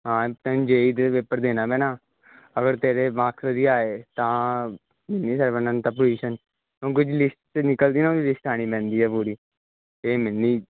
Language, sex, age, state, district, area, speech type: Punjabi, male, 18-30, Punjab, Hoshiarpur, urban, conversation